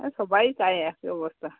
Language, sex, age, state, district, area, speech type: Bengali, female, 45-60, West Bengal, Cooch Behar, urban, conversation